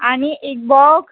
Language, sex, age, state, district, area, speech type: Marathi, female, 18-30, Maharashtra, Amravati, rural, conversation